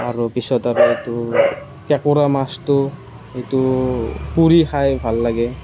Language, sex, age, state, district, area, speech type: Assamese, male, 30-45, Assam, Morigaon, rural, spontaneous